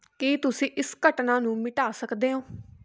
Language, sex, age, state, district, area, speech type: Punjabi, female, 18-30, Punjab, Fatehgarh Sahib, rural, read